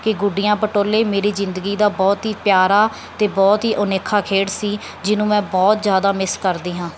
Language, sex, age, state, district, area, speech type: Punjabi, female, 30-45, Punjab, Bathinda, rural, spontaneous